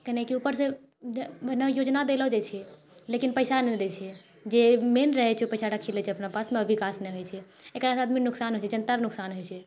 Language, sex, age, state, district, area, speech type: Maithili, female, 18-30, Bihar, Purnia, rural, spontaneous